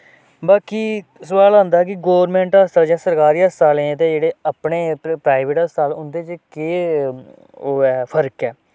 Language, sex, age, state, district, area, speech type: Dogri, male, 18-30, Jammu and Kashmir, Samba, rural, spontaneous